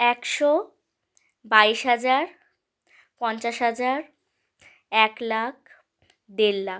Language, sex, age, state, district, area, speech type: Bengali, female, 18-30, West Bengal, Malda, rural, spontaneous